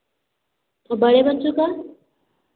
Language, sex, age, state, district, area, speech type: Hindi, female, 18-30, Uttar Pradesh, Azamgarh, urban, conversation